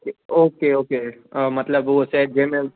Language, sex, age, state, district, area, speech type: Sindhi, male, 18-30, Gujarat, Kutch, rural, conversation